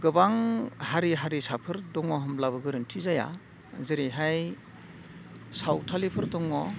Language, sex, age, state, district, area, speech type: Bodo, male, 45-60, Assam, Udalguri, rural, spontaneous